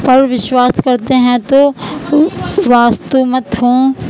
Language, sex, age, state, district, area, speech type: Urdu, female, 18-30, Uttar Pradesh, Gautam Buddha Nagar, rural, spontaneous